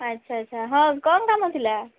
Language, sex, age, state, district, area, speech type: Odia, female, 45-60, Odisha, Sundergarh, rural, conversation